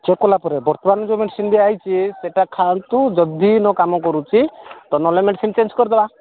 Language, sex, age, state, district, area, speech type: Odia, male, 45-60, Odisha, Angul, rural, conversation